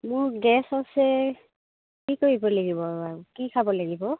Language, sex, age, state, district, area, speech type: Assamese, female, 60+, Assam, Dibrugarh, rural, conversation